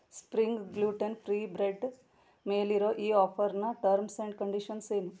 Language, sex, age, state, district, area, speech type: Kannada, female, 30-45, Karnataka, Shimoga, rural, read